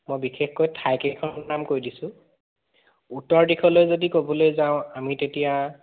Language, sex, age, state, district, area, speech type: Assamese, male, 30-45, Assam, Sivasagar, urban, conversation